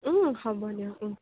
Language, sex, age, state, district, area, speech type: Assamese, female, 30-45, Assam, Lakhimpur, rural, conversation